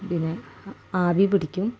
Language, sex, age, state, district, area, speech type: Malayalam, female, 45-60, Kerala, Malappuram, rural, spontaneous